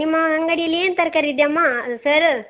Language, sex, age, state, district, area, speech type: Kannada, female, 60+, Karnataka, Dakshina Kannada, rural, conversation